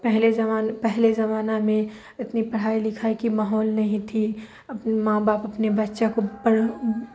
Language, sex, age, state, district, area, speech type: Urdu, female, 30-45, Bihar, Darbhanga, rural, spontaneous